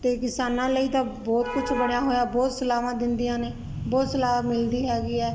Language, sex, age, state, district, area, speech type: Punjabi, female, 60+, Punjab, Ludhiana, urban, spontaneous